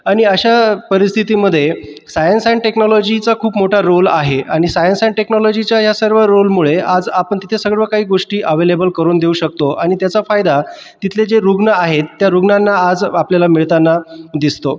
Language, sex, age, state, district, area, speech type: Marathi, male, 30-45, Maharashtra, Buldhana, urban, spontaneous